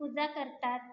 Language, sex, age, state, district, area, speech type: Marathi, female, 30-45, Maharashtra, Nagpur, urban, spontaneous